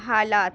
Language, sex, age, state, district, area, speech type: Urdu, female, 18-30, Delhi, North East Delhi, urban, spontaneous